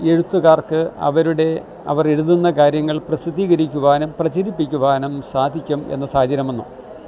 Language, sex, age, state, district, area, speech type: Malayalam, male, 60+, Kerala, Kottayam, rural, spontaneous